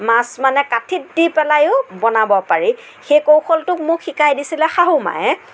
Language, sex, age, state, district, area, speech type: Assamese, female, 45-60, Assam, Nagaon, rural, spontaneous